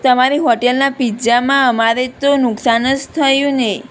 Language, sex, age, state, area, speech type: Gujarati, female, 18-30, Gujarat, rural, spontaneous